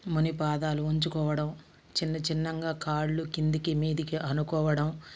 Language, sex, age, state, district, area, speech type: Telugu, female, 45-60, Andhra Pradesh, Bapatla, urban, spontaneous